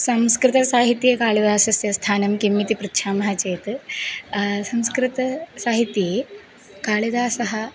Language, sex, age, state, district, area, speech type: Sanskrit, female, 18-30, Kerala, Thiruvananthapuram, urban, spontaneous